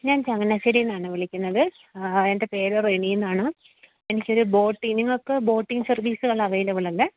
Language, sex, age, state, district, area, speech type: Malayalam, female, 30-45, Kerala, Kottayam, rural, conversation